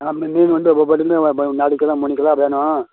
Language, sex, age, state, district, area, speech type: Tamil, male, 60+, Tamil Nadu, Thanjavur, rural, conversation